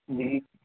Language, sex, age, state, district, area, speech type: Urdu, male, 18-30, Delhi, East Delhi, urban, conversation